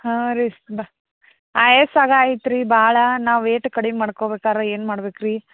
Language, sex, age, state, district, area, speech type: Kannada, female, 60+, Karnataka, Belgaum, rural, conversation